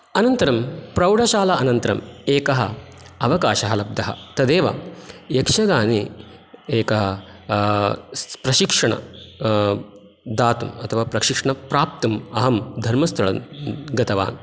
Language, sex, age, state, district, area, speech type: Sanskrit, male, 30-45, Karnataka, Dakshina Kannada, rural, spontaneous